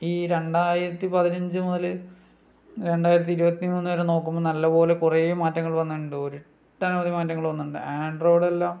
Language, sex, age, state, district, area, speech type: Malayalam, male, 30-45, Kerala, Palakkad, urban, spontaneous